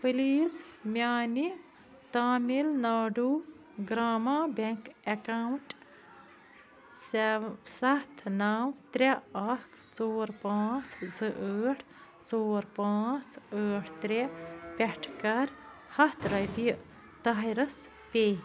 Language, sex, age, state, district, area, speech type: Kashmiri, female, 45-60, Jammu and Kashmir, Bandipora, rural, read